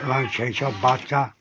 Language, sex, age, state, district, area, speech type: Bengali, male, 60+, West Bengal, Birbhum, urban, spontaneous